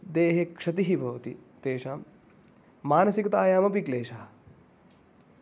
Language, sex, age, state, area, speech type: Sanskrit, male, 18-30, Haryana, rural, spontaneous